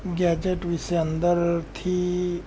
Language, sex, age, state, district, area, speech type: Gujarati, male, 18-30, Gujarat, Anand, urban, spontaneous